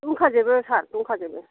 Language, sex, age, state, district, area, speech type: Bodo, female, 60+, Assam, Kokrajhar, rural, conversation